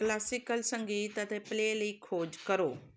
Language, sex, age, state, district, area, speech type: Punjabi, female, 45-60, Punjab, Tarn Taran, urban, read